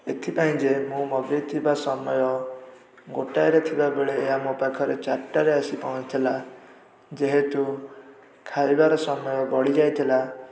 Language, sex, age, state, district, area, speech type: Odia, male, 18-30, Odisha, Puri, urban, spontaneous